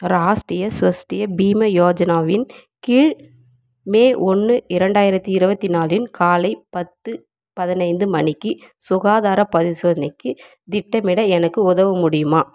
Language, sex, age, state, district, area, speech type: Tamil, female, 30-45, Tamil Nadu, Vellore, urban, read